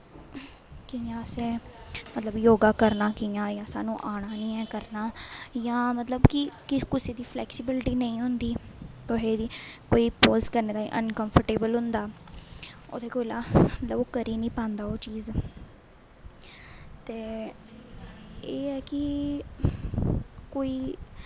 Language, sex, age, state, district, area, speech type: Dogri, female, 18-30, Jammu and Kashmir, Jammu, rural, spontaneous